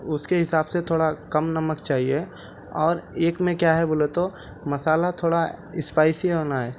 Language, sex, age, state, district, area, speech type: Urdu, male, 18-30, Telangana, Hyderabad, urban, spontaneous